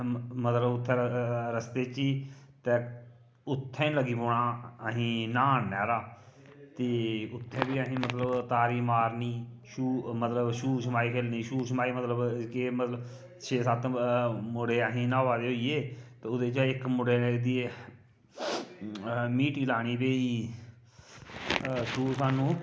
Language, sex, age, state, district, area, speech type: Dogri, male, 45-60, Jammu and Kashmir, Kathua, rural, spontaneous